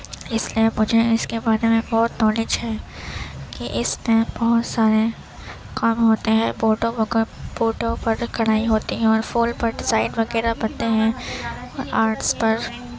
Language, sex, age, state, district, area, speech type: Urdu, female, 18-30, Uttar Pradesh, Gautam Buddha Nagar, rural, spontaneous